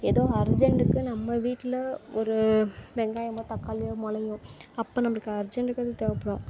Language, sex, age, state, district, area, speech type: Tamil, female, 18-30, Tamil Nadu, Thanjavur, rural, spontaneous